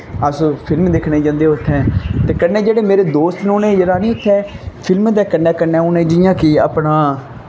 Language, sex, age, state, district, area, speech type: Dogri, male, 18-30, Jammu and Kashmir, Kathua, rural, spontaneous